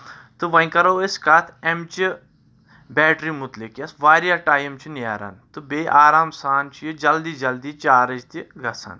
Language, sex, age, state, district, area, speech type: Kashmiri, male, 30-45, Jammu and Kashmir, Kulgam, urban, spontaneous